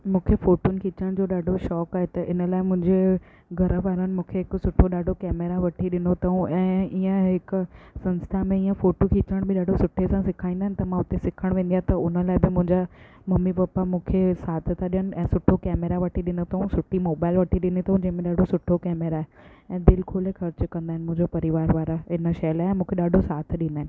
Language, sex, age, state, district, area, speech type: Sindhi, female, 18-30, Gujarat, Surat, urban, spontaneous